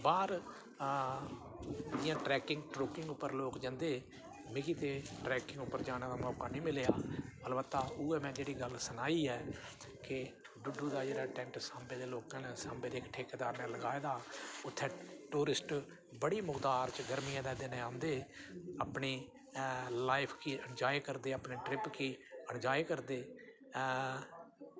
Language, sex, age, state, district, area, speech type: Dogri, male, 60+, Jammu and Kashmir, Udhampur, rural, spontaneous